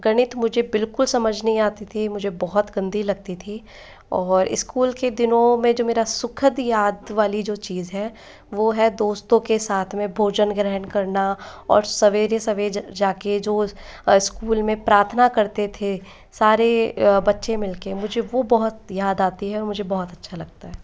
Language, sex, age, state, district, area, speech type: Hindi, female, 30-45, Rajasthan, Jaipur, urban, spontaneous